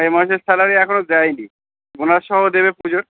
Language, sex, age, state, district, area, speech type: Bengali, male, 30-45, West Bengal, Uttar Dinajpur, urban, conversation